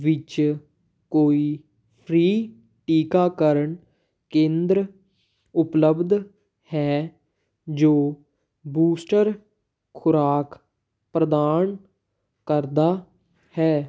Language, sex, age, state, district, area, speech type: Punjabi, male, 18-30, Punjab, Patiala, urban, read